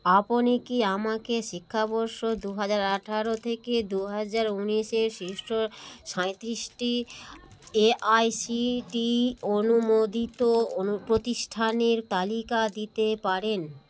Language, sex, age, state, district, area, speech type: Bengali, female, 30-45, West Bengal, Malda, urban, read